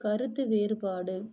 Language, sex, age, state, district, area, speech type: Tamil, female, 30-45, Tamil Nadu, Viluppuram, urban, read